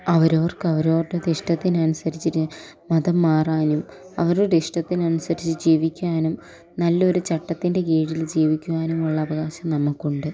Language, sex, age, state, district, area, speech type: Malayalam, female, 18-30, Kerala, Palakkad, rural, spontaneous